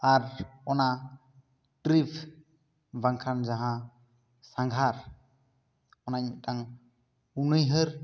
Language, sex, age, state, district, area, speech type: Santali, male, 18-30, West Bengal, Bankura, rural, spontaneous